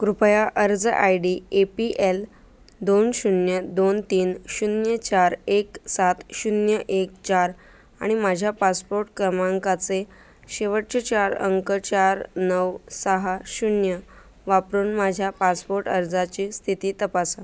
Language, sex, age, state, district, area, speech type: Marathi, female, 18-30, Maharashtra, Mumbai Suburban, rural, read